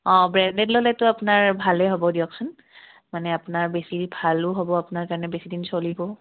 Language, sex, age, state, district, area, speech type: Assamese, female, 30-45, Assam, Kamrup Metropolitan, urban, conversation